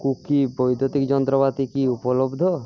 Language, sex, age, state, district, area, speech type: Bengali, male, 18-30, West Bengal, Paschim Medinipur, rural, read